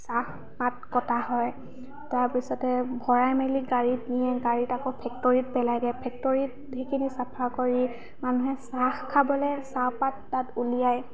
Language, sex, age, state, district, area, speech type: Assamese, female, 30-45, Assam, Charaideo, urban, spontaneous